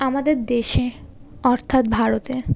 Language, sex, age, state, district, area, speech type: Bengali, female, 18-30, West Bengal, Birbhum, urban, spontaneous